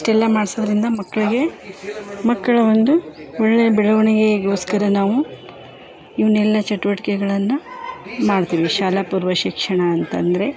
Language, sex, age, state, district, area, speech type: Kannada, female, 45-60, Karnataka, Koppal, urban, spontaneous